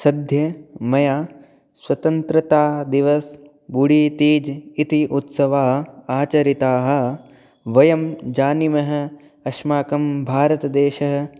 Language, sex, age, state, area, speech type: Sanskrit, male, 18-30, Rajasthan, rural, spontaneous